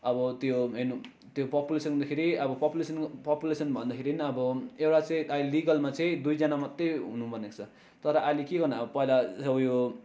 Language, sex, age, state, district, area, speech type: Nepali, male, 30-45, West Bengal, Darjeeling, rural, spontaneous